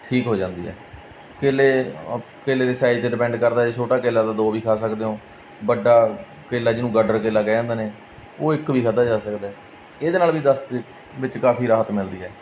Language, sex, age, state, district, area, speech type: Punjabi, male, 30-45, Punjab, Barnala, rural, spontaneous